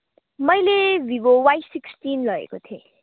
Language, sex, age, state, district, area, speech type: Nepali, female, 18-30, West Bengal, Kalimpong, rural, conversation